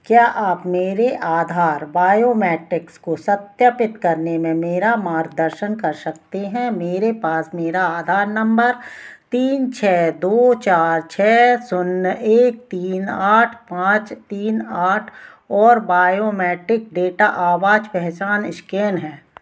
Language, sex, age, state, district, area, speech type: Hindi, female, 45-60, Madhya Pradesh, Narsinghpur, rural, read